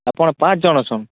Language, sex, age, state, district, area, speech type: Odia, male, 18-30, Odisha, Kalahandi, rural, conversation